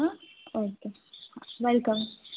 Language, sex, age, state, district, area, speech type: Gujarati, female, 30-45, Gujarat, Anand, rural, conversation